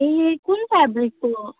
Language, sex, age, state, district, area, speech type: Nepali, female, 18-30, West Bengal, Jalpaiguri, rural, conversation